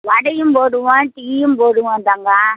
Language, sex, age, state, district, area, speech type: Tamil, female, 60+, Tamil Nadu, Madurai, rural, conversation